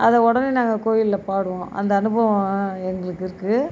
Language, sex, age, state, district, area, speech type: Tamil, female, 60+, Tamil Nadu, Viluppuram, rural, spontaneous